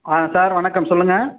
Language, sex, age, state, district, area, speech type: Tamil, male, 30-45, Tamil Nadu, Kallakurichi, rural, conversation